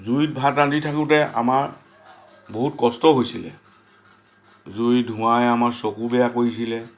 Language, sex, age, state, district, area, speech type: Assamese, male, 60+, Assam, Lakhimpur, urban, spontaneous